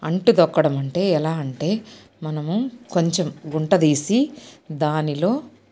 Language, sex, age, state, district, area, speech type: Telugu, female, 45-60, Andhra Pradesh, Nellore, rural, spontaneous